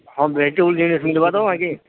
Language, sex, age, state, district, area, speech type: Odia, male, 45-60, Odisha, Nuapada, urban, conversation